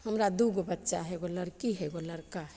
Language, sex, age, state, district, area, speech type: Maithili, female, 45-60, Bihar, Begusarai, rural, spontaneous